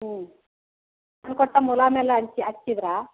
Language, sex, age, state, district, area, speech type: Kannada, female, 60+, Karnataka, Kodagu, rural, conversation